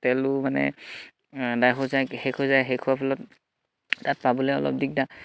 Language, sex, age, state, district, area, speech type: Assamese, male, 18-30, Assam, Sivasagar, rural, spontaneous